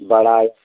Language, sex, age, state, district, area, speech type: Hindi, male, 60+, Uttar Pradesh, Mau, rural, conversation